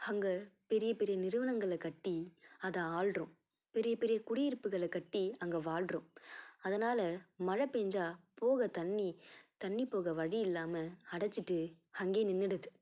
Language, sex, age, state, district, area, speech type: Tamil, female, 18-30, Tamil Nadu, Tiruvallur, rural, spontaneous